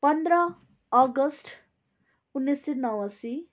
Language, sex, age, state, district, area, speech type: Nepali, female, 30-45, West Bengal, Darjeeling, rural, spontaneous